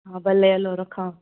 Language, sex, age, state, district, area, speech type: Sindhi, female, 18-30, Gujarat, Junagadh, rural, conversation